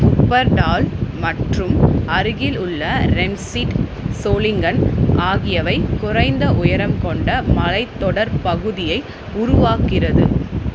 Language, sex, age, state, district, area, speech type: Tamil, female, 30-45, Tamil Nadu, Vellore, urban, read